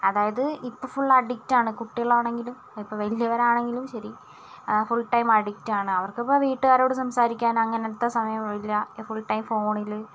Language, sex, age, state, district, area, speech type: Malayalam, female, 45-60, Kerala, Wayanad, rural, spontaneous